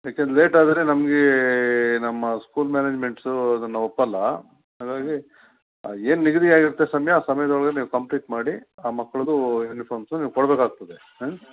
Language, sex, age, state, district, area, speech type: Kannada, male, 45-60, Karnataka, Bangalore Urban, urban, conversation